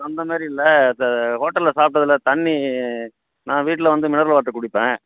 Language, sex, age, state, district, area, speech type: Tamil, male, 60+, Tamil Nadu, Virudhunagar, rural, conversation